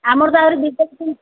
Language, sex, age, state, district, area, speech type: Odia, female, 60+, Odisha, Angul, rural, conversation